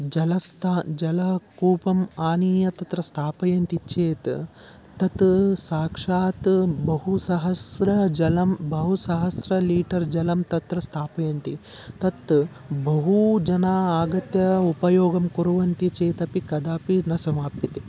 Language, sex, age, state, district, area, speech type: Sanskrit, male, 18-30, Karnataka, Vijayanagara, rural, spontaneous